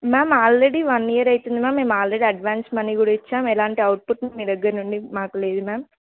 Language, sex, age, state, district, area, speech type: Telugu, female, 18-30, Telangana, Hanamkonda, rural, conversation